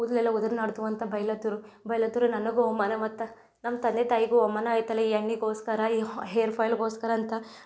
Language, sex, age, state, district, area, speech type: Kannada, female, 18-30, Karnataka, Bidar, urban, spontaneous